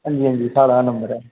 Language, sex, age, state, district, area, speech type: Dogri, male, 30-45, Jammu and Kashmir, Udhampur, rural, conversation